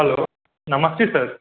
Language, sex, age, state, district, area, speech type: Telugu, male, 18-30, Telangana, Hanamkonda, urban, conversation